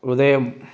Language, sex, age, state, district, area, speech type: Telugu, male, 45-60, Telangana, Peddapalli, rural, spontaneous